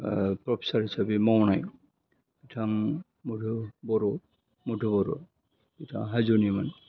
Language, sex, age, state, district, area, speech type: Bodo, male, 60+, Assam, Udalguri, urban, spontaneous